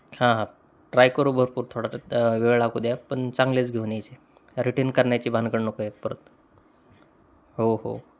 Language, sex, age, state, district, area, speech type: Marathi, male, 30-45, Maharashtra, Osmanabad, rural, spontaneous